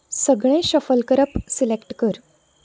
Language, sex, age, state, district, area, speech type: Goan Konkani, female, 18-30, Goa, Canacona, urban, read